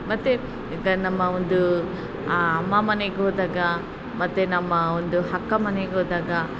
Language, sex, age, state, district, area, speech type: Kannada, female, 45-60, Karnataka, Ramanagara, rural, spontaneous